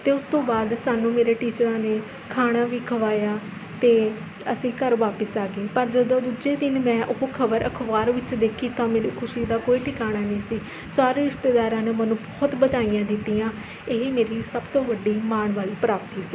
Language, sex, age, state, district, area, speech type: Punjabi, female, 18-30, Punjab, Mohali, rural, spontaneous